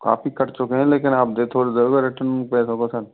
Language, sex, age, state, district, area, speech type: Hindi, male, 45-60, Rajasthan, Karauli, rural, conversation